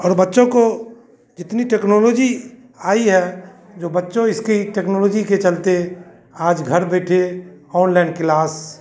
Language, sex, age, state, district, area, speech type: Hindi, male, 45-60, Bihar, Madhepura, rural, spontaneous